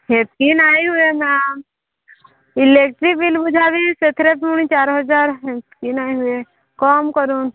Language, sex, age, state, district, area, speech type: Odia, female, 18-30, Odisha, Subarnapur, urban, conversation